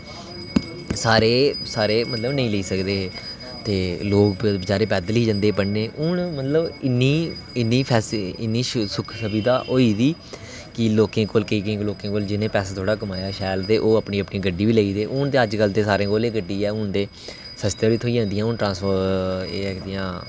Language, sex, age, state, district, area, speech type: Dogri, male, 18-30, Jammu and Kashmir, Reasi, rural, spontaneous